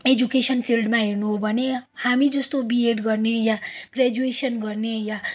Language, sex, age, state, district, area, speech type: Nepali, female, 18-30, West Bengal, Darjeeling, rural, spontaneous